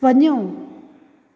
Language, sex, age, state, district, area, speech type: Sindhi, female, 30-45, Maharashtra, Thane, urban, read